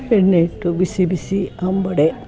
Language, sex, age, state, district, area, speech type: Kannada, female, 60+, Karnataka, Chitradurga, rural, spontaneous